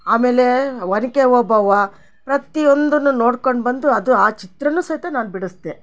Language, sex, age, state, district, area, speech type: Kannada, female, 60+, Karnataka, Chitradurga, rural, spontaneous